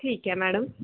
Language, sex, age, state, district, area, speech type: Punjabi, female, 18-30, Punjab, Gurdaspur, rural, conversation